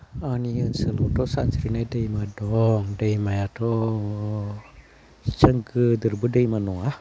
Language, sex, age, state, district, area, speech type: Bodo, male, 30-45, Assam, Udalguri, rural, spontaneous